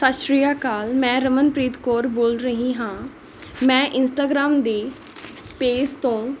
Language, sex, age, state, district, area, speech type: Punjabi, female, 18-30, Punjab, Mohali, rural, spontaneous